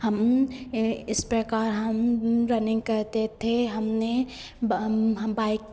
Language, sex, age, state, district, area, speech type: Hindi, female, 18-30, Madhya Pradesh, Hoshangabad, urban, spontaneous